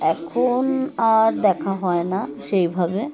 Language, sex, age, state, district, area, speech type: Bengali, female, 30-45, West Bengal, Darjeeling, urban, spontaneous